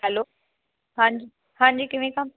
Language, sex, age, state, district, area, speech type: Punjabi, female, 30-45, Punjab, Muktsar, urban, conversation